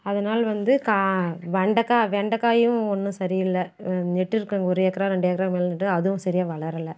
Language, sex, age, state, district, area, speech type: Tamil, female, 60+, Tamil Nadu, Krishnagiri, rural, spontaneous